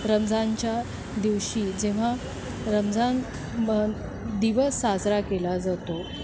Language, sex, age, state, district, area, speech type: Marathi, female, 45-60, Maharashtra, Thane, rural, spontaneous